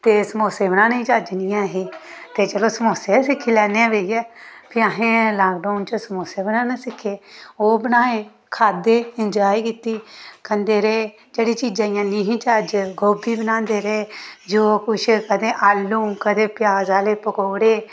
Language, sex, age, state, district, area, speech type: Dogri, female, 30-45, Jammu and Kashmir, Samba, rural, spontaneous